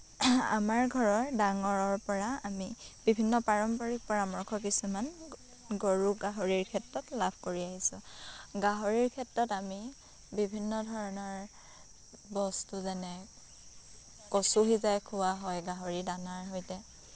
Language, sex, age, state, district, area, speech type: Assamese, female, 18-30, Assam, Dhemaji, rural, spontaneous